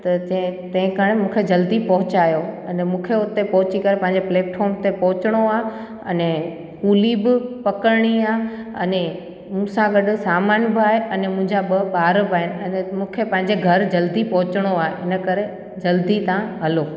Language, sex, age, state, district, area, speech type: Sindhi, female, 18-30, Gujarat, Junagadh, urban, spontaneous